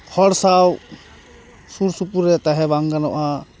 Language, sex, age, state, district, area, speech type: Santali, male, 30-45, West Bengal, Paschim Bardhaman, rural, spontaneous